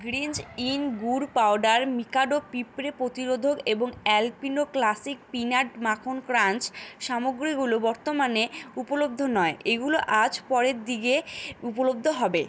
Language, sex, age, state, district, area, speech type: Bengali, female, 18-30, West Bengal, Alipurduar, rural, read